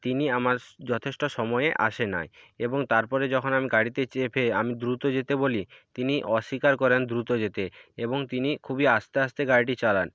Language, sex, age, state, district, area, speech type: Bengali, male, 45-60, West Bengal, Purba Medinipur, rural, spontaneous